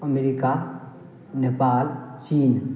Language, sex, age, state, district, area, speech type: Maithili, male, 18-30, Bihar, Samastipur, rural, spontaneous